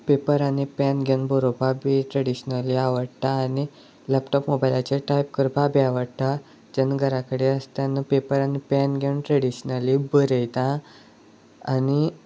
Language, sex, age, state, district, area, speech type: Goan Konkani, male, 18-30, Goa, Sanguem, rural, spontaneous